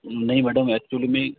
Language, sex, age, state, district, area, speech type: Hindi, male, 60+, Rajasthan, Jodhpur, urban, conversation